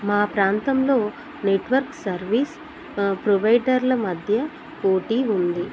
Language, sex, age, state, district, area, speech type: Telugu, female, 30-45, Telangana, Hanamkonda, urban, spontaneous